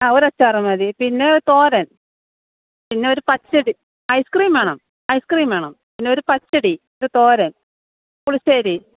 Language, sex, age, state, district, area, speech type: Malayalam, female, 45-60, Kerala, Thiruvananthapuram, urban, conversation